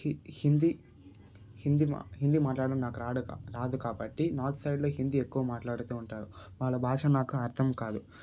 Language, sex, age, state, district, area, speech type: Telugu, male, 18-30, Andhra Pradesh, Sri Balaji, rural, spontaneous